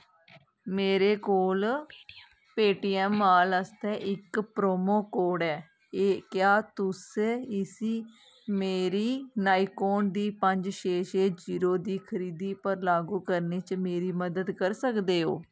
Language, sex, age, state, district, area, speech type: Dogri, female, 18-30, Jammu and Kashmir, Kathua, rural, read